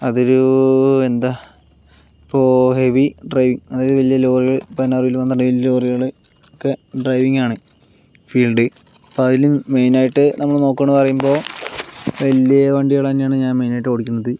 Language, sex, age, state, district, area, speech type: Malayalam, male, 45-60, Kerala, Palakkad, urban, spontaneous